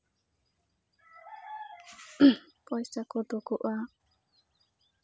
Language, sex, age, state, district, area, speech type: Santali, female, 30-45, West Bengal, Jhargram, rural, spontaneous